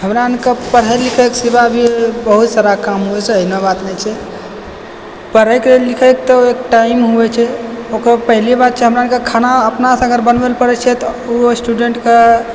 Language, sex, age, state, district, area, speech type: Maithili, male, 18-30, Bihar, Purnia, rural, spontaneous